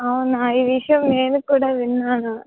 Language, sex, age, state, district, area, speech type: Telugu, female, 18-30, Telangana, Warangal, rural, conversation